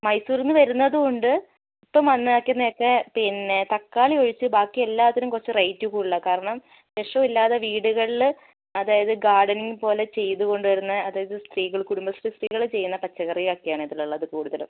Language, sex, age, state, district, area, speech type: Malayalam, female, 18-30, Kerala, Wayanad, rural, conversation